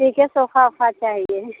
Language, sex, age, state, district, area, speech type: Hindi, female, 45-60, Uttar Pradesh, Mirzapur, rural, conversation